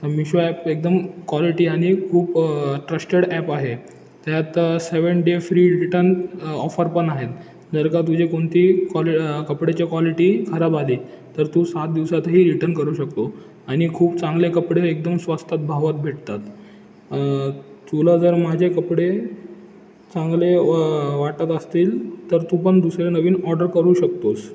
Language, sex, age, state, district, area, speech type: Marathi, male, 18-30, Maharashtra, Ratnagiri, urban, spontaneous